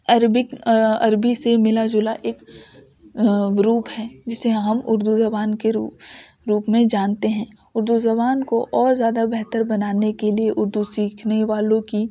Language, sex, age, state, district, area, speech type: Urdu, female, 18-30, Uttar Pradesh, Ghaziabad, urban, spontaneous